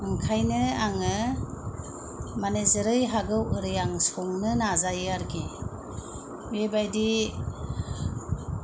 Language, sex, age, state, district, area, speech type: Bodo, female, 30-45, Assam, Kokrajhar, rural, spontaneous